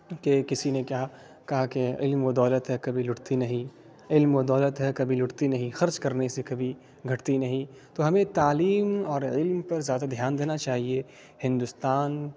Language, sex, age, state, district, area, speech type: Urdu, male, 30-45, Bihar, Khagaria, rural, spontaneous